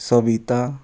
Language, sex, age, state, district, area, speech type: Goan Konkani, male, 30-45, Goa, Ponda, rural, spontaneous